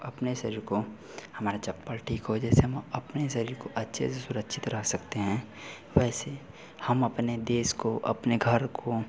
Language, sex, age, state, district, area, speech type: Hindi, male, 30-45, Uttar Pradesh, Mau, rural, spontaneous